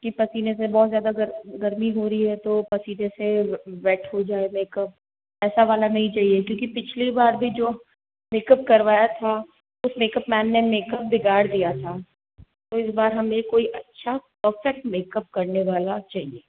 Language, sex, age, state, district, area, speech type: Hindi, female, 60+, Rajasthan, Jodhpur, urban, conversation